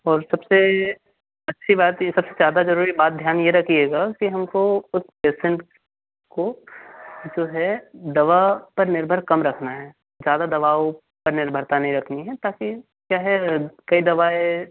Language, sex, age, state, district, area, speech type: Hindi, male, 18-30, Madhya Pradesh, Betul, urban, conversation